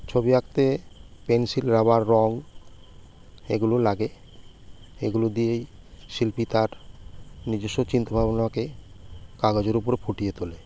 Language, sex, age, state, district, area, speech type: Bengali, male, 45-60, West Bengal, Birbhum, urban, spontaneous